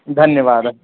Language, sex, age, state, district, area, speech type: Sanskrit, male, 18-30, Uttar Pradesh, Lucknow, urban, conversation